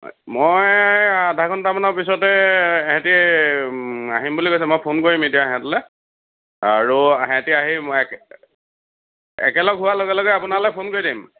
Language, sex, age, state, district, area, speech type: Assamese, male, 45-60, Assam, Lakhimpur, rural, conversation